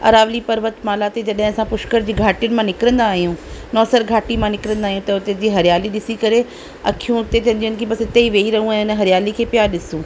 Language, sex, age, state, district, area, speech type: Sindhi, female, 45-60, Rajasthan, Ajmer, rural, spontaneous